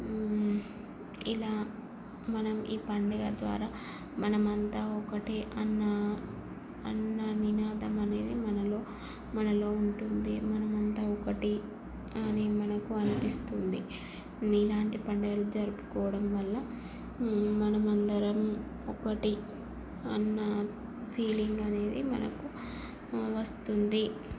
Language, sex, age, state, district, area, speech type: Telugu, female, 18-30, Andhra Pradesh, Srikakulam, urban, spontaneous